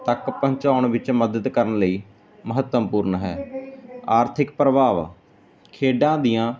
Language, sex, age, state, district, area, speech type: Punjabi, male, 30-45, Punjab, Mansa, rural, spontaneous